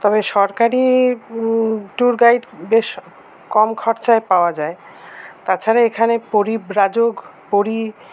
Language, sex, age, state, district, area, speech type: Bengali, female, 45-60, West Bengal, Paschim Bardhaman, urban, spontaneous